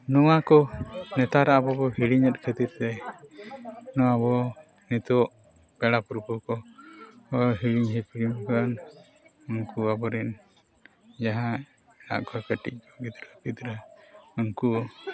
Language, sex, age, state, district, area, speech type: Santali, male, 45-60, Odisha, Mayurbhanj, rural, spontaneous